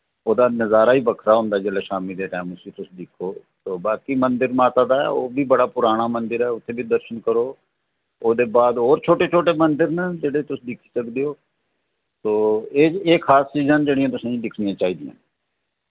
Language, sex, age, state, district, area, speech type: Dogri, male, 45-60, Jammu and Kashmir, Jammu, urban, conversation